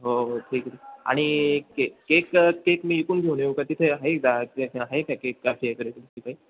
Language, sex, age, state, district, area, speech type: Marathi, male, 18-30, Maharashtra, Ahmednagar, urban, conversation